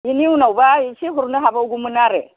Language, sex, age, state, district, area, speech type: Bodo, female, 60+, Assam, Kokrajhar, rural, conversation